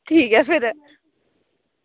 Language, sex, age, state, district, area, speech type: Dogri, female, 18-30, Jammu and Kashmir, Kathua, rural, conversation